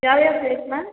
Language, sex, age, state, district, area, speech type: Kannada, female, 18-30, Karnataka, Mandya, rural, conversation